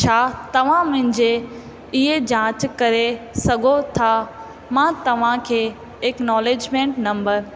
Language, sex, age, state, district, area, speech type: Sindhi, female, 18-30, Rajasthan, Ajmer, urban, read